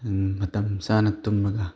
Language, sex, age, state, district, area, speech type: Manipuri, male, 30-45, Manipur, Chandel, rural, spontaneous